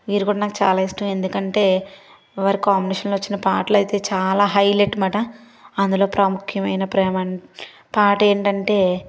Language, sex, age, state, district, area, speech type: Telugu, female, 30-45, Andhra Pradesh, Guntur, urban, spontaneous